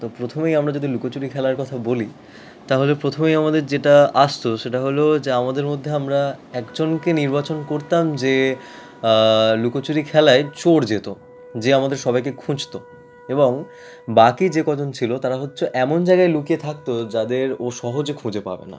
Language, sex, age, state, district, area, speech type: Bengali, male, 18-30, West Bengal, Howrah, urban, spontaneous